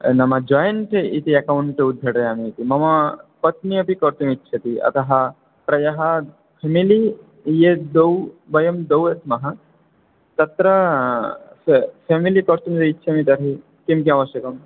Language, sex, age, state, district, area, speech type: Sanskrit, male, 18-30, West Bengal, South 24 Parganas, rural, conversation